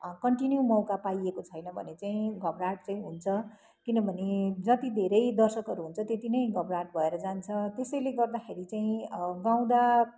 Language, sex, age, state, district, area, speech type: Nepali, female, 60+, West Bengal, Kalimpong, rural, spontaneous